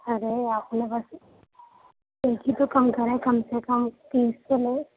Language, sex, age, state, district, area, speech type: Urdu, female, 45-60, Uttar Pradesh, Gautam Buddha Nagar, rural, conversation